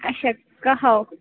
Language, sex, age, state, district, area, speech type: Kashmiri, female, 30-45, Jammu and Kashmir, Bandipora, rural, conversation